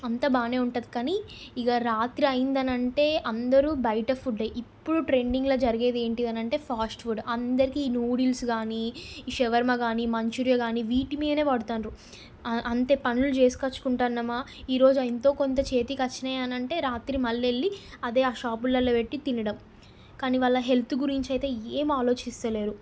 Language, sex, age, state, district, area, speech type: Telugu, female, 18-30, Telangana, Peddapalli, urban, spontaneous